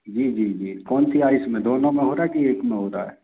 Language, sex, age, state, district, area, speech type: Hindi, male, 30-45, Madhya Pradesh, Hoshangabad, rural, conversation